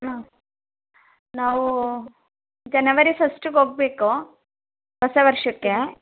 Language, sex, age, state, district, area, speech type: Kannada, female, 30-45, Karnataka, Mandya, rural, conversation